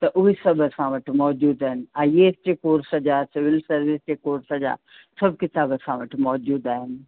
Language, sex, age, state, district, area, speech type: Sindhi, female, 60+, Rajasthan, Ajmer, urban, conversation